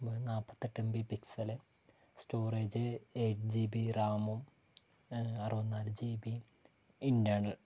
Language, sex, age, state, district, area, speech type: Malayalam, male, 18-30, Kerala, Wayanad, rural, spontaneous